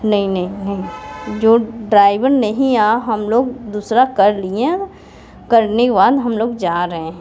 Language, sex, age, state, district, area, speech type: Hindi, female, 45-60, Uttar Pradesh, Mirzapur, urban, spontaneous